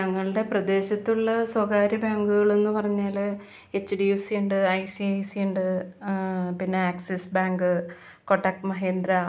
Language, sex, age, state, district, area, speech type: Malayalam, female, 30-45, Kerala, Ernakulam, urban, spontaneous